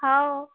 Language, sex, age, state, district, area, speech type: Marathi, female, 18-30, Maharashtra, Wardha, rural, conversation